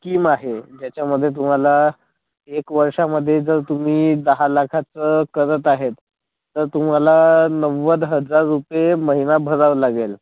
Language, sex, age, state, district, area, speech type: Marathi, female, 18-30, Maharashtra, Bhandara, urban, conversation